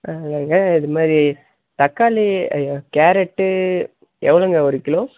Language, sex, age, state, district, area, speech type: Tamil, male, 18-30, Tamil Nadu, Namakkal, rural, conversation